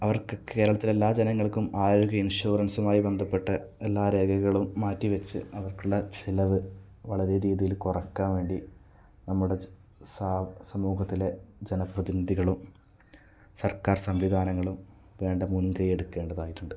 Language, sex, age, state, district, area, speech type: Malayalam, male, 18-30, Kerala, Kasaragod, rural, spontaneous